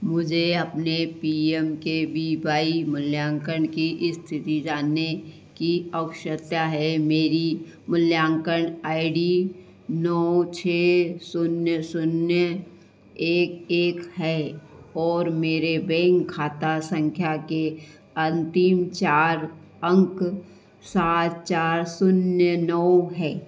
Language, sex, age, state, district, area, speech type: Hindi, female, 60+, Madhya Pradesh, Harda, urban, read